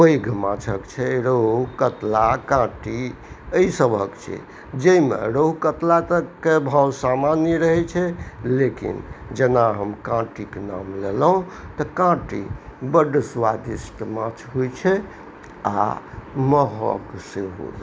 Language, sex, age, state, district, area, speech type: Maithili, male, 60+, Bihar, Purnia, urban, spontaneous